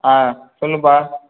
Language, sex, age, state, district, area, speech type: Tamil, female, 18-30, Tamil Nadu, Cuddalore, rural, conversation